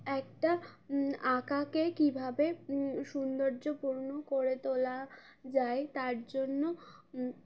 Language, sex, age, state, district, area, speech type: Bengali, female, 18-30, West Bengal, Uttar Dinajpur, urban, spontaneous